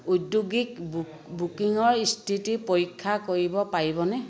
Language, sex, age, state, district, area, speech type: Assamese, female, 45-60, Assam, Sivasagar, rural, read